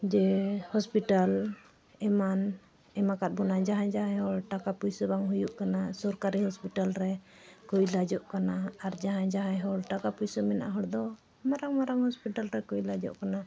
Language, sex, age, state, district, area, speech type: Santali, female, 45-60, Jharkhand, Bokaro, rural, spontaneous